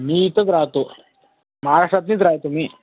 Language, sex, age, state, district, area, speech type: Marathi, male, 18-30, Maharashtra, Washim, urban, conversation